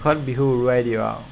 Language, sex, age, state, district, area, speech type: Assamese, male, 18-30, Assam, Tinsukia, urban, spontaneous